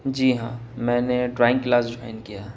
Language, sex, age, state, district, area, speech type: Urdu, male, 18-30, Bihar, Gaya, urban, spontaneous